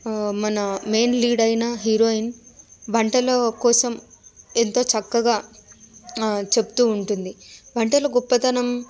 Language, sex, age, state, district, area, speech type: Telugu, female, 30-45, Telangana, Hyderabad, rural, spontaneous